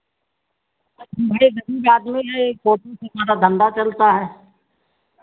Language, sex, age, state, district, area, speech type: Hindi, female, 60+, Uttar Pradesh, Sitapur, rural, conversation